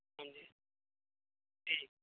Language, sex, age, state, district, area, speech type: Punjabi, male, 30-45, Punjab, Bathinda, urban, conversation